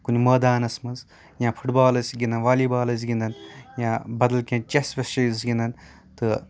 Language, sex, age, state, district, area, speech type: Kashmiri, male, 18-30, Jammu and Kashmir, Anantnag, rural, spontaneous